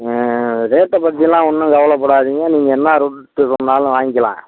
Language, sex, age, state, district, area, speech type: Tamil, male, 60+, Tamil Nadu, Pudukkottai, rural, conversation